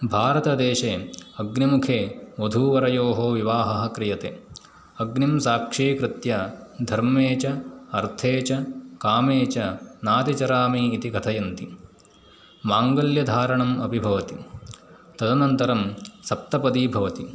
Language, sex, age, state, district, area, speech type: Sanskrit, male, 18-30, Karnataka, Uttara Kannada, rural, spontaneous